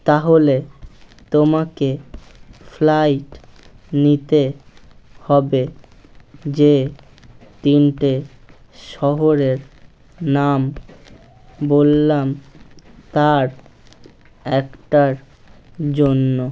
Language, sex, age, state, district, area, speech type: Bengali, male, 18-30, West Bengal, Birbhum, urban, read